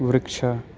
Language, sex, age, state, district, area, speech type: Sanskrit, male, 18-30, Madhya Pradesh, Katni, rural, read